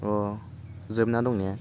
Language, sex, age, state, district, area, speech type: Bodo, male, 18-30, Assam, Baksa, rural, spontaneous